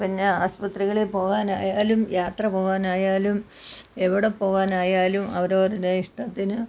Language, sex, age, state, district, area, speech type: Malayalam, female, 45-60, Kerala, Kollam, rural, spontaneous